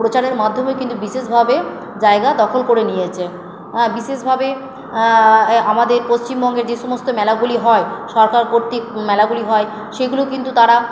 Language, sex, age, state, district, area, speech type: Bengali, female, 30-45, West Bengal, Purba Bardhaman, urban, spontaneous